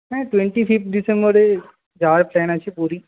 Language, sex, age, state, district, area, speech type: Bengali, male, 18-30, West Bengal, Nadia, rural, conversation